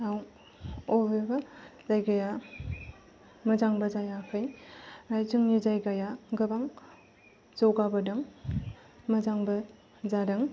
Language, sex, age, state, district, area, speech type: Bodo, female, 30-45, Assam, Kokrajhar, rural, spontaneous